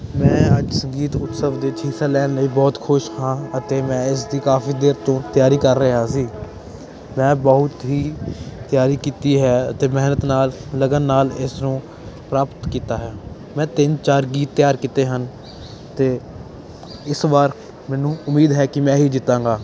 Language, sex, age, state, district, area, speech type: Punjabi, male, 18-30, Punjab, Ludhiana, urban, spontaneous